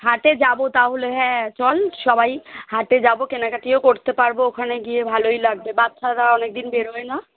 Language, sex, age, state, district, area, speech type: Bengali, female, 30-45, West Bengal, Kolkata, urban, conversation